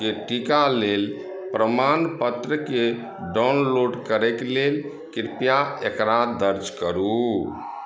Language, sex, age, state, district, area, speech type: Maithili, male, 45-60, Bihar, Madhubani, rural, read